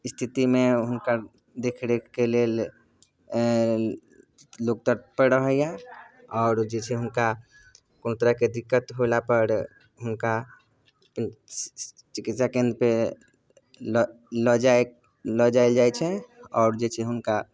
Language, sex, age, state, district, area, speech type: Maithili, male, 30-45, Bihar, Muzaffarpur, rural, spontaneous